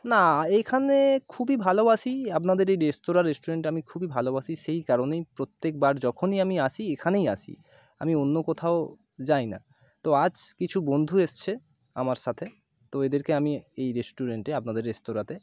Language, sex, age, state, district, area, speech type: Bengali, male, 30-45, West Bengal, North 24 Parganas, urban, spontaneous